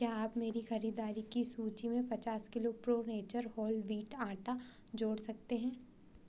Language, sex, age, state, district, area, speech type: Hindi, female, 18-30, Madhya Pradesh, Chhindwara, urban, read